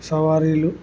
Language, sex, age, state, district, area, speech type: Telugu, male, 18-30, Andhra Pradesh, Kurnool, urban, spontaneous